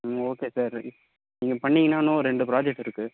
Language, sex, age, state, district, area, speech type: Tamil, male, 18-30, Tamil Nadu, Vellore, rural, conversation